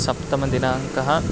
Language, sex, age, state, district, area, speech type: Sanskrit, male, 18-30, Karnataka, Bangalore Rural, rural, spontaneous